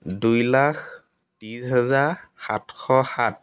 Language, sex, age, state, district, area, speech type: Assamese, male, 30-45, Assam, Dibrugarh, rural, spontaneous